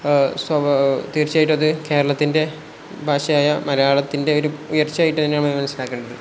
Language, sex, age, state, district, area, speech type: Malayalam, male, 18-30, Kerala, Malappuram, rural, spontaneous